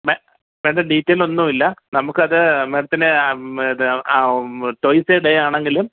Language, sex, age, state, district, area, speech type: Malayalam, male, 45-60, Kerala, Thiruvananthapuram, urban, conversation